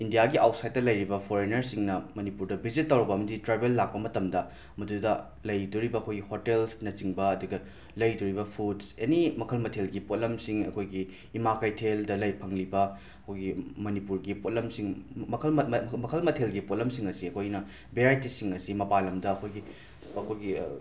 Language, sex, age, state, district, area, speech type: Manipuri, male, 18-30, Manipur, Imphal West, urban, spontaneous